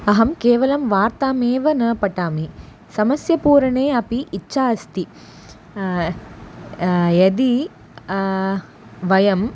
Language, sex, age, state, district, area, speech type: Sanskrit, female, 18-30, Tamil Nadu, Chennai, urban, spontaneous